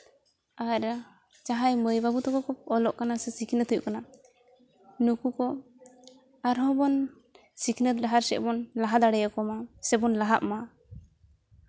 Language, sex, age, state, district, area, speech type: Santali, female, 18-30, West Bengal, Jhargram, rural, spontaneous